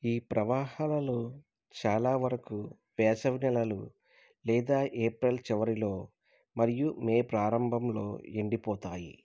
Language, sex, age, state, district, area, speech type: Telugu, male, 30-45, Andhra Pradesh, East Godavari, rural, read